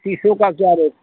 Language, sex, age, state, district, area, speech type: Hindi, male, 60+, Uttar Pradesh, Mau, urban, conversation